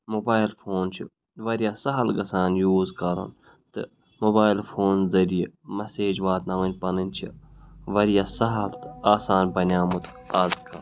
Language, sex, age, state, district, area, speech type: Kashmiri, male, 18-30, Jammu and Kashmir, Ganderbal, rural, spontaneous